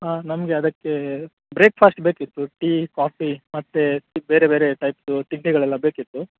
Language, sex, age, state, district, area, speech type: Kannada, male, 30-45, Karnataka, Udupi, urban, conversation